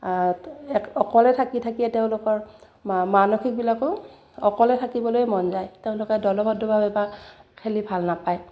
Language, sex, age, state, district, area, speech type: Assamese, female, 60+, Assam, Udalguri, rural, spontaneous